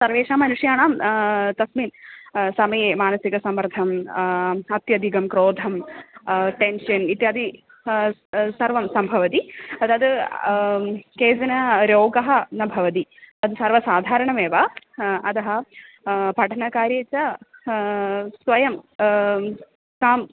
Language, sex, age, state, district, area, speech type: Sanskrit, female, 18-30, Kerala, Thrissur, urban, conversation